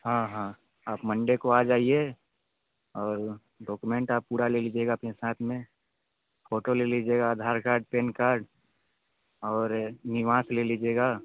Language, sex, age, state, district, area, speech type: Hindi, male, 45-60, Uttar Pradesh, Sonbhadra, rural, conversation